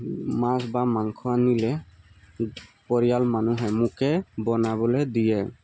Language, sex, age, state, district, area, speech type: Assamese, male, 18-30, Assam, Tinsukia, rural, spontaneous